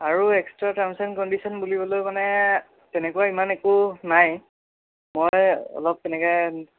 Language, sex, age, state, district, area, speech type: Assamese, male, 18-30, Assam, Nagaon, rural, conversation